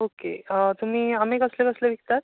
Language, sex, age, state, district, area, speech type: Goan Konkani, male, 18-30, Goa, Bardez, rural, conversation